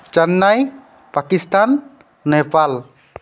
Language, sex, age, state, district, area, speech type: Assamese, male, 18-30, Assam, Tinsukia, rural, spontaneous